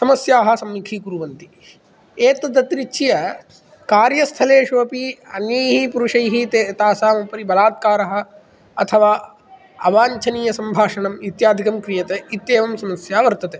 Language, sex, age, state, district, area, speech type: Sanskrit, male, 18-30, Andhra Pradesh, Kadapa, rural, spontaneous